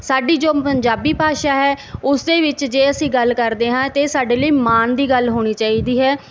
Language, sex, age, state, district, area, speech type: Punjabi, female, 30-45, Punjab, Barnala, urban, spontaneous